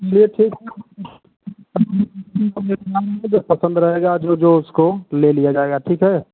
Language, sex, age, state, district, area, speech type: Hindi, male, 30-45, Uttar Pradesh, Mau, urban, conversation